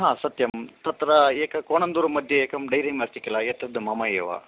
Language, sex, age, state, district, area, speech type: Sanskrit, male, 45-60, Karnataka, Shimoga, rural, conversation